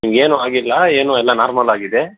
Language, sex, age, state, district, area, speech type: Kannada, male, 18-30, Karnataka, Tumkur, rural, conversation